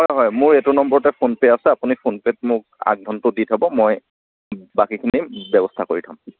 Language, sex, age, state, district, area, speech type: Assamese, male, 30-45, Assam, Lakhimpur, rural, conversation